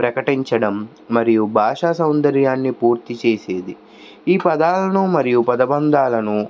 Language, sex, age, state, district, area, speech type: Telugu, male, 60+, Andhra Pradesh, Krishna, urban, spontaneous